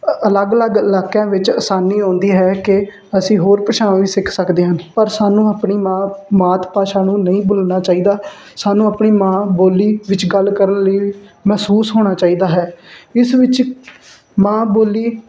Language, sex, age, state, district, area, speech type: Punjabi, male, 18-30, Punjab, Muktsar, urban, spontaneous